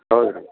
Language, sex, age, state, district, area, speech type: Kannada, male, 60+, Karnataka, Gulbarga, urban, conversation